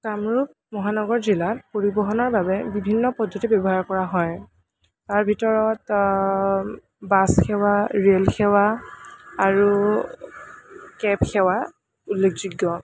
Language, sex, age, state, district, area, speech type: Assamese, female, 18-30, Assam, Kamrup Metropolitan, urban, spontaneous